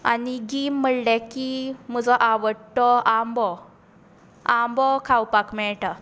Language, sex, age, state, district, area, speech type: Goan Konkani, female, 18-30, Goa, Tiswadi, rural, spontaneous